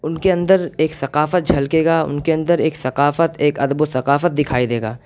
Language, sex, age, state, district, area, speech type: Urdu, male, 18-30, Uttar Pradesh, Siddharthnagar, rural, spontaneous